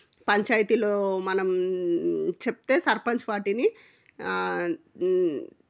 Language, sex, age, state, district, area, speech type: Telugu, female, 45-60, Telangana, Jangaon, rural, spontaneous